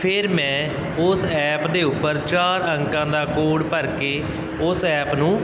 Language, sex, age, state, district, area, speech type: Punjabi, male, 30-45, Punjab, Barnala, rural, spontaneous